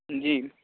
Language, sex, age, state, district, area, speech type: Urdu, male, 30-45, Uttar Pradesh, Muzaffarnagar, urban, conversation